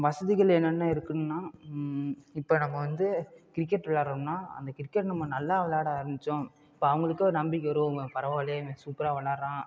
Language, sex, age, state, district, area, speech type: Tamil, male, 30-45, Tamil Nadu, Ariyalur, rural, spontaneous